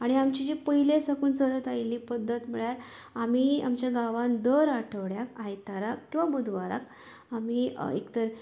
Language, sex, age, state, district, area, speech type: Goan Konkani, female, 30-45, Goa, Canacona, rural, spontaneous